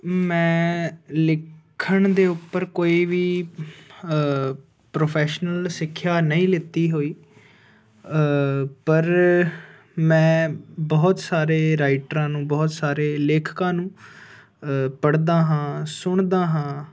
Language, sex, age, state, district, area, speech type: Punjabi, male, 18-30, Punjab, Ludhiana, urban, spontaneous